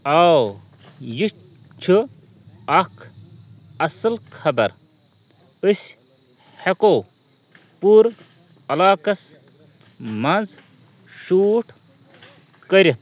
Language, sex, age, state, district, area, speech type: Kashmiri, male, 30-45, Jammu and Kashmir, Ganderbal, rural, read